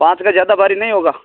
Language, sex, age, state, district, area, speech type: Hindi, male, 30-45, Rajasthan, Nagaur, rural, conversation